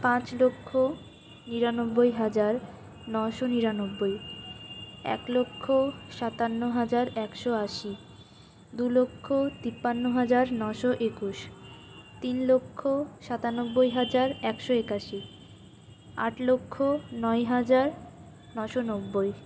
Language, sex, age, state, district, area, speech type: Bengali, female, 60+, West Bengal, Purulia, urban, spontaneous